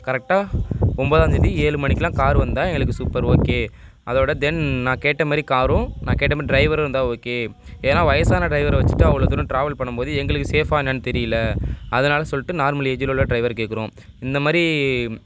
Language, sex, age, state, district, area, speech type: Tamil, male, 18-30, Tamil Nadu, Nagapattinam, rural, spontaneous